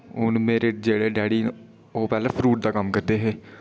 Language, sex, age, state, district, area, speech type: Dogri, male, 18-30, Jammu and Kashmir, Udhampur, rural, spontaneous